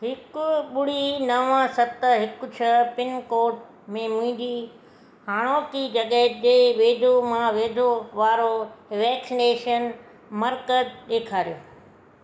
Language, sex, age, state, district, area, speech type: Sindhi, female, 60+, Gujarat, Surat, urban, read